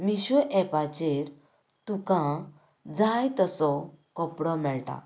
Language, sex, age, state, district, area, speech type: Goan Konkani, female, 18-30, Goa, Canacona, rural, spontaneous